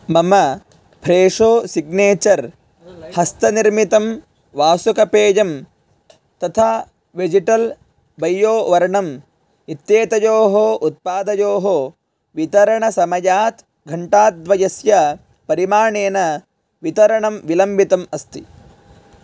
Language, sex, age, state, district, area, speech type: Sanskrit, male, 18-30, Karnataka, Gadag, rural, read